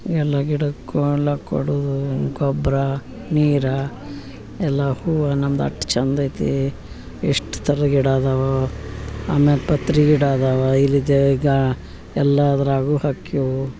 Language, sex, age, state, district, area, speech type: Kannada, female, 60+, Karnataka, Dharwad, rural, spontaneous